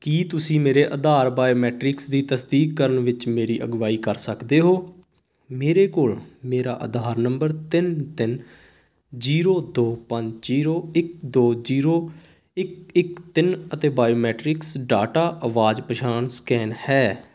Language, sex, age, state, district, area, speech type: Punjabi, male, 18-30, Punjab, Sangrur, urban, read